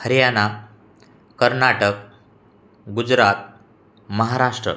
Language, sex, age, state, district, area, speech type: Marathi, male, 45-60, Maharashtra, Buldhana, rural, spontaneous